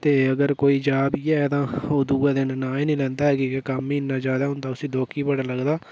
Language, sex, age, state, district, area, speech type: Dogri, male, 30-45, Jammu and Kashmir, Udhampur, rural, spontaneous